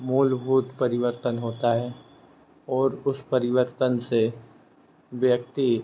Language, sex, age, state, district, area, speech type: Hindi, male, 30-45, Madhya Pradesh, Hoshangabad, rural, spontaneous